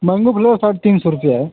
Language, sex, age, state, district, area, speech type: Hindi, male, 18-30, Uttar Pradesh, Azamgarh, rural, conversation